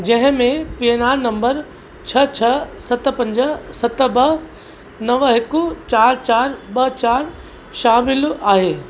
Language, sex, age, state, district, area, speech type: Sindhi, male, 30-45, Uttar Pradesh, Lucknow, rural, read